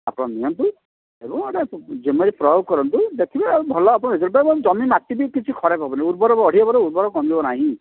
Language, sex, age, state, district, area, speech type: Odia, male, 60+, Odisha, Kandhamal, rural, conversation